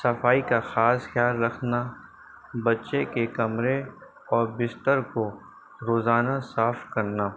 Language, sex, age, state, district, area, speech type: Urdu, male, 30-45, Delhi, North East Delhi, urban, spontaneous